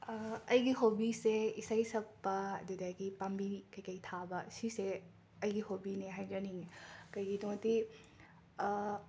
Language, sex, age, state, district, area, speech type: Manipuri, female, 18-30, Manipur, Imphal West, urban, spontaneous